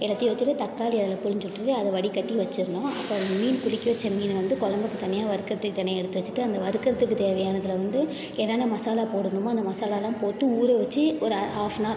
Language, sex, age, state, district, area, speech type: Tamil, female, 18-30, Tamil Nadu, Thanjavur, urban, spontaneous